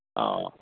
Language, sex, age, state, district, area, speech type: Assamese, male, 30-45, Assam, Goalpara, rural, conversation